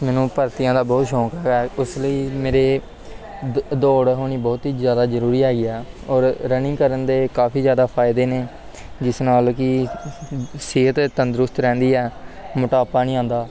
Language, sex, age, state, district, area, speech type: Punjabi, male, 18-30, Punjab, Pathankot, rural, spontaneous